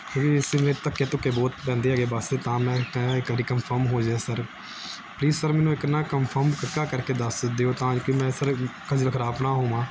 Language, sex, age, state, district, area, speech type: Punjabi, male, 18-30, Punjab, Gurdaspur, urban, spontaneous